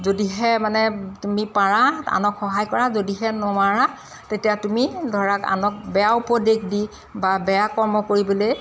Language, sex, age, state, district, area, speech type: Assamese, female, 45-60, Assam, Golaghat, urban, spontaneous